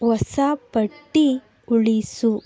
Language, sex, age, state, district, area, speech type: Kannada, female, 30-45, Karnataka, Tumkur, rural, read